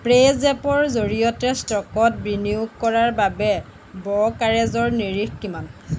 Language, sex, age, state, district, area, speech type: Assamese, female, 30-45, Assam, Jorhat, urban, read